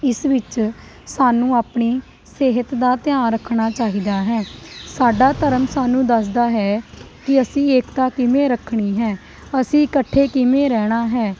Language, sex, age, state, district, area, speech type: Punjabi, female, 18-30, Punjab, Shaheed Bhagat Singh Nagar, urban, spontaneous